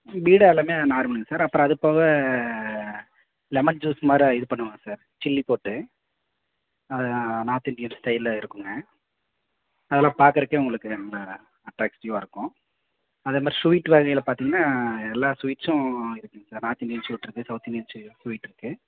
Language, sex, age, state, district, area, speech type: Tamil, male, 30-45, Tamil Nadu, Virudhunagar, rural, conversation